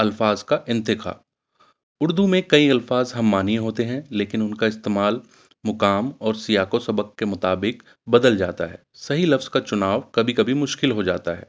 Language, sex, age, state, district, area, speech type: Urdu, male, 45-60, Uttar Pradesh, Ghaziabad, urban, spontaneous